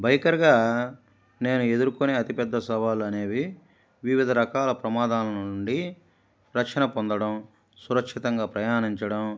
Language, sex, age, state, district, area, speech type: Telugu, male, 45-60, Andhra Pradesh, Kadapa, rural, spontaneous